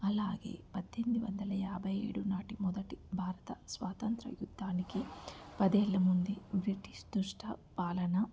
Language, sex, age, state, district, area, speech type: Telugu, female, 30-45, Andhra Pradesh, N T Rama Rao, rural, spontaneous